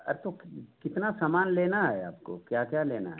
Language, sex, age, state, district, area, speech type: Hindi, male, 45-60, Uttar Pradesh, Mau, rural, conversation